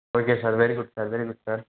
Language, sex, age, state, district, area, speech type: Tamil, male, 18-30, Tamil Nadu, Tiruvarur, rural, conversation